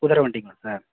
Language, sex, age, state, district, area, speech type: Tamil, male, 30-45, Tamil Nadu, Virudhunagar, rural, conversation